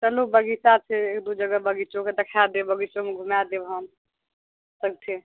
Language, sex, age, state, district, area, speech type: Maithili, female, 18-30, Bihar, Madhepura, rural, conversation